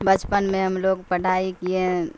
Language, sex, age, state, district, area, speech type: Urdu, female, 45-60, Bihar, Supaul, rural, spontaneous